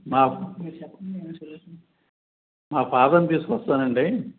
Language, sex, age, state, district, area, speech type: Telugu, male, 60+, Andhra Pradesh, Eluru, urban, conversation